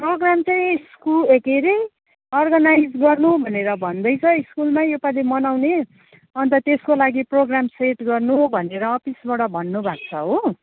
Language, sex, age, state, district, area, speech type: Nepali, female, 45-60, West Bengal, Jalpaiguri, urban, conversation